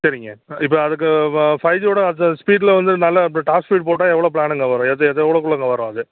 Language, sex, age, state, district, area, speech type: Tamil, male, 45-60, Tamil Nadu, Madurai, rural, conversation